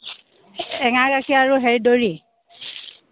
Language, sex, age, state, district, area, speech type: Assamese, female, 30-45, Assam, Dhemaji, rural, conversation